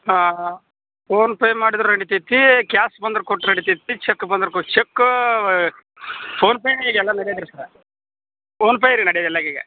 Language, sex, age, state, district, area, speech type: Kannada, male, 30-45, Karnataka, Koppal, rural, conversation